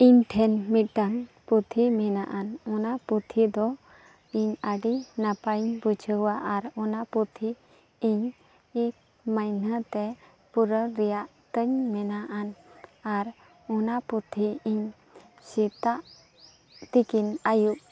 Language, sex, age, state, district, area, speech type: Santali, female, 30-45, Jharkhand, Seraikela Kharsawan, rural, spontaneous